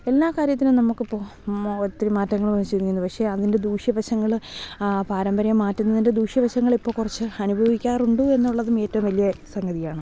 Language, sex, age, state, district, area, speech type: Malayalam, female, 30-45, Kerala, Thiruvananthapuram, urban, spontaneous